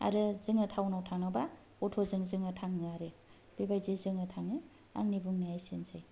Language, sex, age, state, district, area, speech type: Bodo, female, 30-45, Assam, Kokrajhar, rural, spontaneous